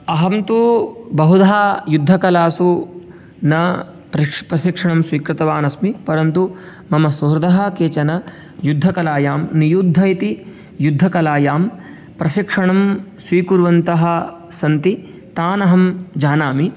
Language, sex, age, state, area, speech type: Sanskrit, male, 18-30, Uttar Pradesh, rural, spontaneous